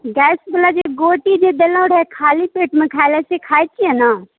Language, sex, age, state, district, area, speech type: Maithili, female, 18-30, Bihar, Saharsa, rural, conversation